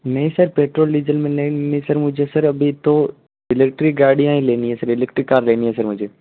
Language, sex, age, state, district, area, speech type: Hindi, male, 18-30, Rajasthan, Nagaur, rural, conversation